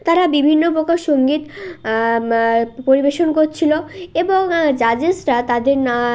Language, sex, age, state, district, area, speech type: Bengali, male, 18-30, West Bengal, Jalpaiguri, rural, spontaneous